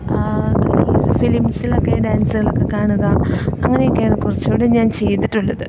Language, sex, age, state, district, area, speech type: Malayalam, female, 18-30, Kerala, Idukki, rural, spontaneous